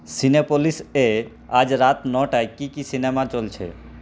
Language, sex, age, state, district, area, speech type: Bengali, male, 18-30, West Bengal, Purulia, rural, read